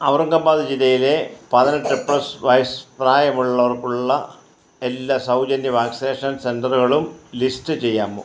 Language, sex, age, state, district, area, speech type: Malayalam, male, 60+, Kerala, Kottayam, rural, read